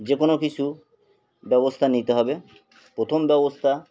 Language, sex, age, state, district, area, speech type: Bengali, male, 45-60, West Bengal, Birbhum, urban, spontaneous